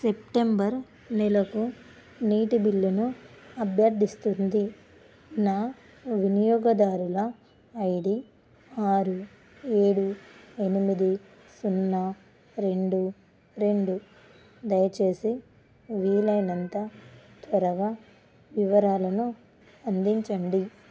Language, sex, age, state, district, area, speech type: Telugu, female, 30-45, Telangana, Karimnagar, rural, read